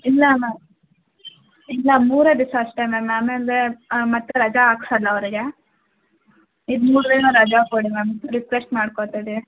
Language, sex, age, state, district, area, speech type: Kannada, female, 18-30, Karnataka, Hassan, urban, conversation